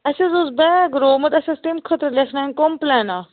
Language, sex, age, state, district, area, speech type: Kashmiri, female, 45-60, Jammu and Kashmir, Baramulla, rural, conversation